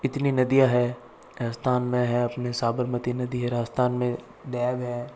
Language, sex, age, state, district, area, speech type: Hindi, male, 60+, Rajasthan, Jodhpur, urban, spontaneous